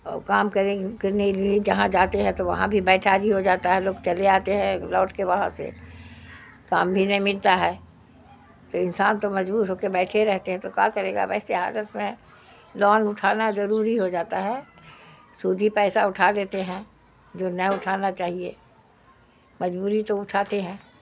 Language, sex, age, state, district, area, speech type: Urdu, female, 60+, Bihar, Khagaria, rural, spontaneous